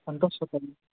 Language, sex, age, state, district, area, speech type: Kannada, male, 18-30, Karnataka, Bangalore Urban, urban, conversation